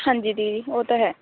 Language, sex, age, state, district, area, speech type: Punjabi, female, 18-30, Punjab, Shaheed Bhagat Singh Nagar, rural, conversation